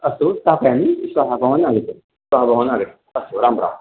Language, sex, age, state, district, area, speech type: Sanskrit, male, 45-60, Karnataka, Dakshina Kannada, rural, conversation